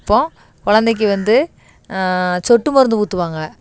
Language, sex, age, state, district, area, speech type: Tamil, female, 30-45, Tamil Nadu, Thoothukudi, urban, spontaneous